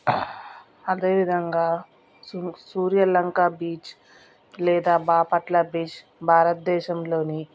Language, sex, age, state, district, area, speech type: Telugu, female, 45-60, Andhra Pradesh, Guntur, urban, spontaneous